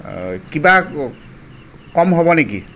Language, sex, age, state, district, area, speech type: Assamese, male, 45-60, Assam, Jorhat, urban, spontaneous